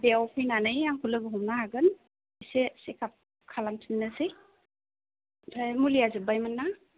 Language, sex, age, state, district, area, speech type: Bodo, female, 30-45, Assam, Kokrajhar, rural, conversation